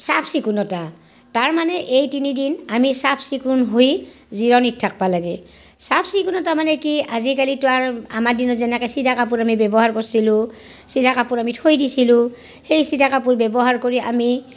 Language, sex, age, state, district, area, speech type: Assamese, female, 45-60, Assam, Barpeta, rural, spontaneous